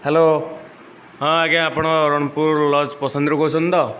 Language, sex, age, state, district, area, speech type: Odia, male, 18-30, Odisha, Nayagarh, rural, spontaneous